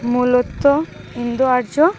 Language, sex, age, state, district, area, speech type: Bengali, female, 18-30, West Bengal, Cooch Behar, urban, spontaneous